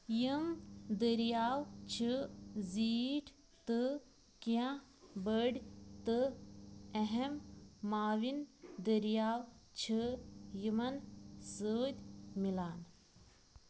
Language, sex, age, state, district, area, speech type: Kashmiri, female, 18-30, Jammu and Kashmir, Pulwama, rural, read